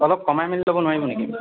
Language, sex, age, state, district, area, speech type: Assamese, male, 45-60, Assam, Lakhimpur, rural, conversation